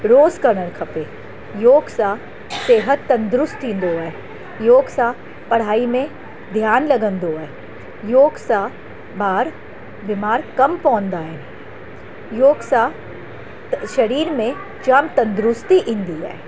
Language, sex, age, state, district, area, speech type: Sindhi, female, 45-60, Maharashtra, Mumbai Suburban, urban, spontaneous